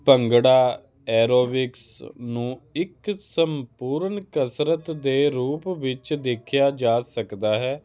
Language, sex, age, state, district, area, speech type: Punjabi, male, 30-45, Punjab, Hoshiarpur, urban, spontaneous